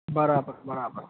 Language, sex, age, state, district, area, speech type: Gujarati, male, 18-30, Gujarat, Kutch, rural, conversation